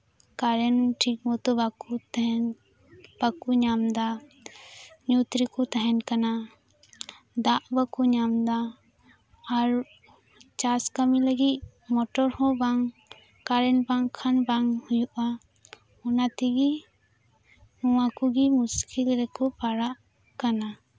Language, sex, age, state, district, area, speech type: Santali, female, 18-30, West Bengal, Purba Bardhaman, rural, spontaneous